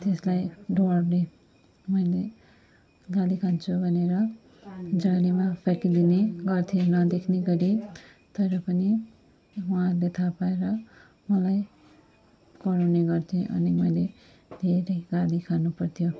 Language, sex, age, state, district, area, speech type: Nepali, female, 45-60, West Bengal, Darjeeling, rural, spontaneous